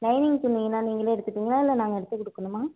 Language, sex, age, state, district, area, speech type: Tamil, female, 30-45, Tamil Nadu, Tiruvarur, rural, conversation